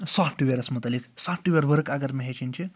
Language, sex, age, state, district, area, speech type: Kashmiri, male, 30-45, Jammu and Kashmir, Srinagar, urban, spontaneous